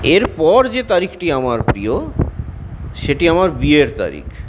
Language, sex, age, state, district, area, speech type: Bengali, male, 45-60, West Bengal, Purulia, urban, spontaneous